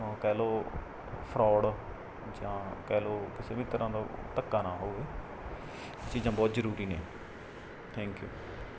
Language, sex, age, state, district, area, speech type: Punjabi, male, 18-30, Punjab, Mansa, rural, spontaneous